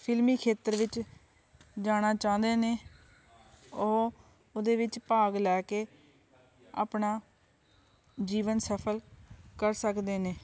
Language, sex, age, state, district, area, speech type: Punjabi, female, 30-45, Punjab, Shaheed Bhagat Singh Nagar, urban, spontaneous